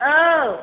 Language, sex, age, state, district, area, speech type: Bodo, female, 60+, Assam, Chirang, rural, conversation